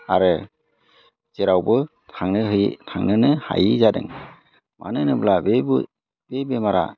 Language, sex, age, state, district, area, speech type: Bodo, male, 45-60, Assam, Udalguri, urban, spontaneous